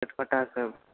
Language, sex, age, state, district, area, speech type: Maithili, male, 18-30, Bihar, Supaul, rural, conversation